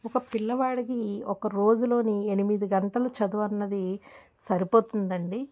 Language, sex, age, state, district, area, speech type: Telugu, female, 45-60, Andhra Pradesh, Alluri Sitarama Raju, rural, spontaneous